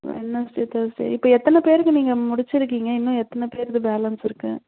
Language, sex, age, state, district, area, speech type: Tamil, female, 45-60, Tamil Nadu, Krishnagiri, rural, conversation